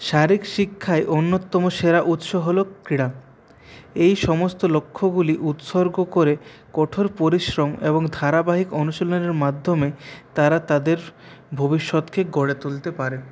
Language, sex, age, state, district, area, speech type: Bengali, male, 30-45, West Bengal, Purulia, urban, spontaneous